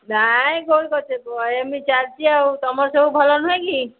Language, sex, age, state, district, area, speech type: Odia, female, 45-60, Odisha, Angul, rural, conversation